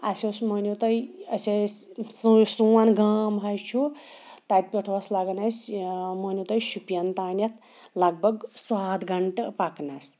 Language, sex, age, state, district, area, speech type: Kashmiri, female, 45-60, Jammu and Kashmir, Shopian, rural, spontaneous